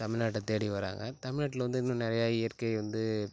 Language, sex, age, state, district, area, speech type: Tamil, male, 30-45, Tamil Nadu, Tiruchirappalli, rural, spontaneous